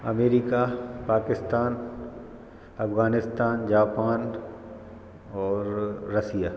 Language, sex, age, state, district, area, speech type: Hindi, male, 30-45, Madhya Pradesh, Hoshangabad, rural, spontaneous